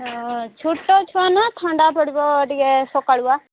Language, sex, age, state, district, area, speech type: Odia, female, 45-60, Odisha, Angul, rural, conversation